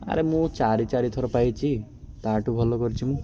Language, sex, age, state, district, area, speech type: Odia, male, 18-30, Odisha, Nabarangpur, urban, spontaneous